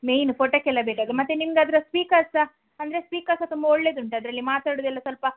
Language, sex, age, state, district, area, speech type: Kannada, female, 18-30, Karnataka, Udupi, rural, conversation